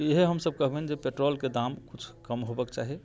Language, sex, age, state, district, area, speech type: Maithili, male, 45-60, Bihar, Muzaffarpur, urban, spontaneous